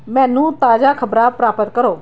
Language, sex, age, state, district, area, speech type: Punjabi, female, 18-30, Punjab, Tarn Taran, urban, read